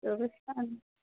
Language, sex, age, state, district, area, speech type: Telugu, female, 18-30, Andhra Pradesh, Vizianagaram, rural, conversation